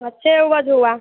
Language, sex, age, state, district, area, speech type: Hindi, female, 30-45, Bihar, Madhepura, rural, conversation